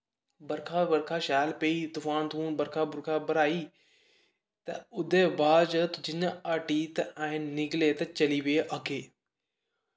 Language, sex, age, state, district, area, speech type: Dogri, male, 18-30, Jammu and Kashmir, Kathua, rural, spontaneous